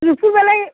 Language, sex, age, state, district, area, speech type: Bengali, female, 60+, West Bengal, Birbhum, urban, conversation